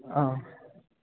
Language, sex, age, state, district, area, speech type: Malayalam, male, 18-30, Kerala, Idukki, rural, conversation